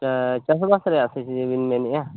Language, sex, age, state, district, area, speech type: Santali, male, 30-45, Jharkhand, Seraikela Kharsawan, rural, conversation